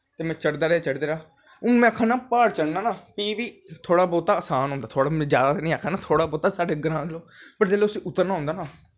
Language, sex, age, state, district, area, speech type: Dogri, male, 18-30, Jammu and Kashmir, Jammu, urban, spontaneous